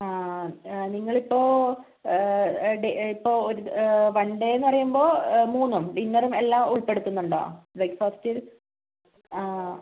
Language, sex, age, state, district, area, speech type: Malayalam, female, 18-30, Kerala, Kozhikode, rural, conversation